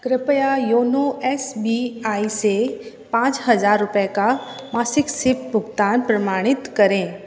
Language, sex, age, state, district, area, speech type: Hindi, female, 30-45, Rajasthan, Jodhpur, urban, read